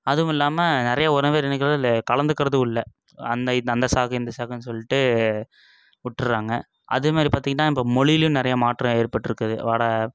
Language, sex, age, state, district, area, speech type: Tamil, male, 18-30, Tamil Nadu, Coimbatore, urban, spontaneous